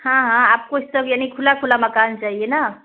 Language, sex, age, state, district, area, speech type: Urdu, female, 30-45, Bihar, Araria, rural, conversation